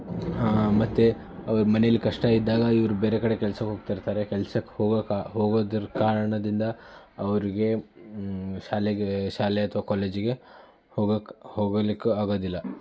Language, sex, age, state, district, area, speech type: Kannada, male, 18-30, Karnataka, Shimoga, rural, spontaneous